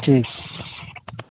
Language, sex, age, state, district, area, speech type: Urdu, male, 45-60, Bihar, Khagaria, rural, conversation